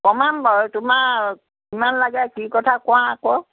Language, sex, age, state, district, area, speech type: Assamese, female, 60+, Assam, Biswanath, rural, conversation